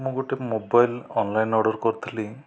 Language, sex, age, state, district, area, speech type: Odia, male, 45-60, Odisha, Kandhamal, rural, spontaneous